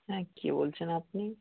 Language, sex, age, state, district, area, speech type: Bengali, male, 45-60, West Bengal, Darjeeling, urban, conversation